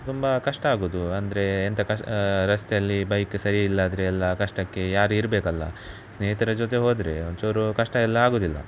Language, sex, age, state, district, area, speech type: Kannada, male, 18-30, Karnataka, Shimoga, rural, spontaneous